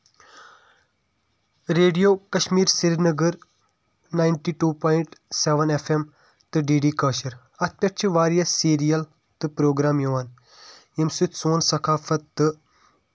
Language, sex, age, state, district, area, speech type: Kashmiri, male, 18-30, Jammu and Kashmir, Kulgam, urban, spontaneous